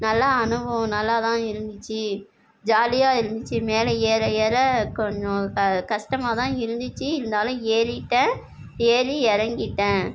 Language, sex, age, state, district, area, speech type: Tamil, female, 30-45, Tamil Nadu, Nagapattinam, rural, spontaneous